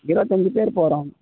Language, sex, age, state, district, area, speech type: Tamil, male, 18-30, Tamil Nadu, Cuddalore, rural, conversation